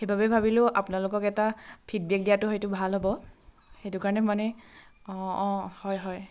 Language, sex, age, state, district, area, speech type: Assamese, female, 30-45, Assam, Charaideo, rural, spontaneous